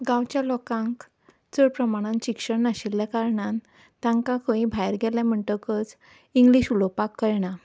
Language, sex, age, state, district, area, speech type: Goan Konkani, female, 30-45, Goa, Ponda, rural, spontaneous